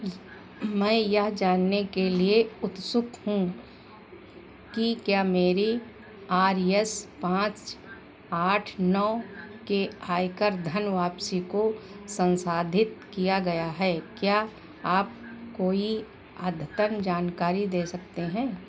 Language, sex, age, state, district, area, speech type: Hindi, female, 60+, Uttar Pradesh, Sitapur, rural, read